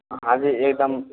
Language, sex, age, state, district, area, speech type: Hindi, male, 60+, Rajasthan, Karauli, rural, conversation